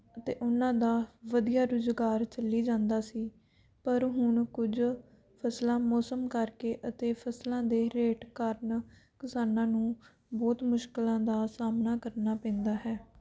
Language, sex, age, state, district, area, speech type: Punjabi, female, 18-30, Punjab, Patiala, rural, spontaneous